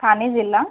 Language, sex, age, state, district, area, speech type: Marathi, female, 30-45, Maharashtra, Thane, urban, conversation